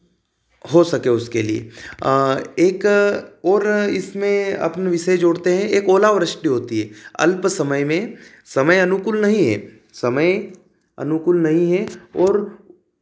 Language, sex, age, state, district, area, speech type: Hindi, male, 30-45, Madhya Pradesh, Ujjain, urban, spontaneous